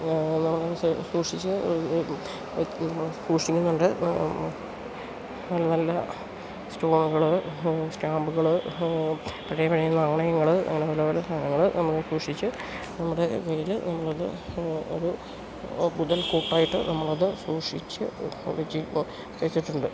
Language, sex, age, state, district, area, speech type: Malayalam, female, 60+, Kerala, Idukki, rural, spontaneous